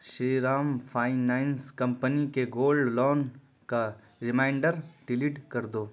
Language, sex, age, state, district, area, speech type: Urdu, male, 30-45, Bihar, Khagaria, rural, read